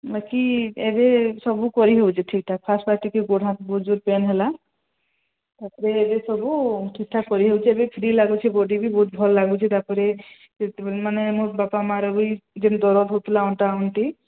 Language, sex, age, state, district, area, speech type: Odia, female, 30-45, Odisha, Sambalpur, rural, conversation